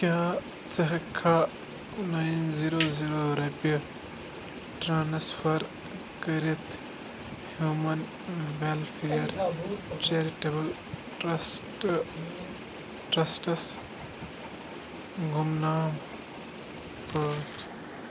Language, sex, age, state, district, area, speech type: Kashmiri, male, 30-45, Jammu and Kashmir, Bandipora, rural, read